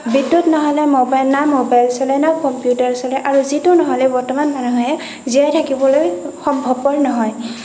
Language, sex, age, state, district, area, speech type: Assamese, female, 60+, Assam, Nagaon, rural, spontaneous